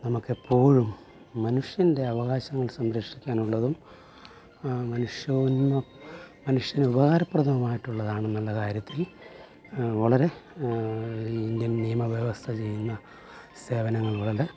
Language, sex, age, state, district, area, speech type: Malayalam, male, 45-60, Kerala, Alappuzha, urban, spontaneous